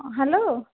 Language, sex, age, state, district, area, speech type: Odia, male, 60+, Odisha, Nayagarh, rural, conversation